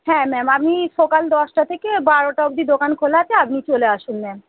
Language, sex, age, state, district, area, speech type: Bengali, female, 30-45, West Bengal, North 24 Parganas, urban, conversation